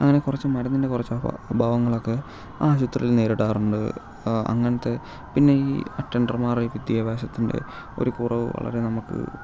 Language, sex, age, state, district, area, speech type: Malayalam, male, 18-30, Kerala, Kottayam, rural, spontaneous